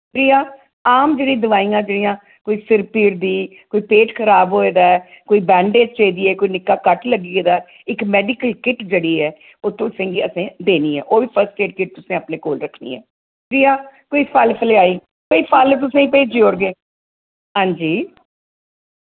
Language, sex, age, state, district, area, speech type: Dogri, female, 45-60, Jammu and Kashmir, Jammu, urban, conversation